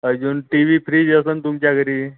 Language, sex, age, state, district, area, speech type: Marathi, male, 18-30, Maharashtra, Nagpur, rural, conversation